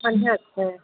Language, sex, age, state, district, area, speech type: Maithili, female, 60+, Bihar, Supaul, urban, conversation